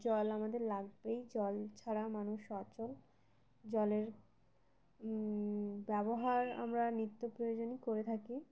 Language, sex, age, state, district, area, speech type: Bengali, female, 18-30, West Bengal, Uttar Dinajpur, urban, spontaneous